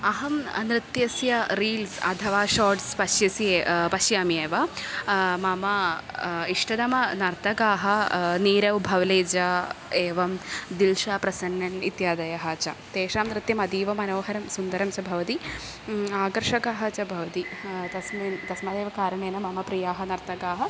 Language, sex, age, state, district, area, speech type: Sanskrit, female, 18-30, Kerala, Thrissur, urban, spontaneous